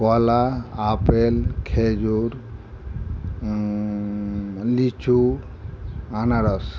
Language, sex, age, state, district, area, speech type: Bengali, male, 60+, West Bengal, Murshidabad, rural, spontaneous